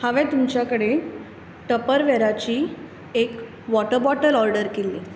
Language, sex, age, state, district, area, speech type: Goan Konkani, female, 30-45, Goa, Bardez, urban, spontaneous